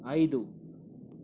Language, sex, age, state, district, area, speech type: Kannada, male, 45-60, Karnataka, Bangalore Urban, urban, read